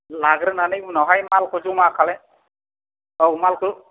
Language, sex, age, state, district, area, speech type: Bodo, male, 30-45, Assam, Kokrajhar, rural, conversation